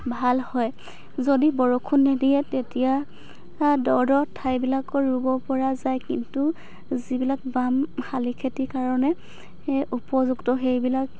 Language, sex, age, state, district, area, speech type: Assamese, female, 45-60, Assam, Dhemaji, rural, spontaneous